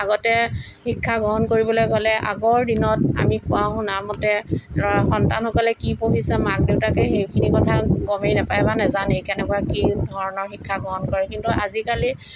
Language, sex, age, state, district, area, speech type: Assamese, female, 45-60, Assam, Tinsukia, rural, spontaneous